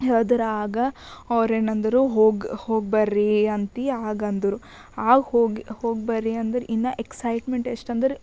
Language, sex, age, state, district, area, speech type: Kannada, female, 18-30, Karnataka, Bidar, urban, spontaneous